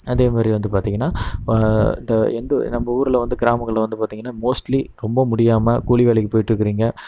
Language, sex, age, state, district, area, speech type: Tamil, male, 30-45, Tamil Nadu, Namakkal, rural, spontaneous